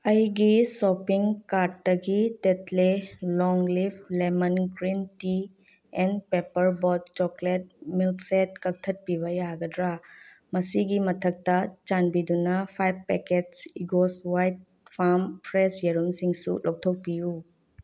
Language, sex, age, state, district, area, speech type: Manipuri, female, 30-45, Manipur, Bishnupur, rural, read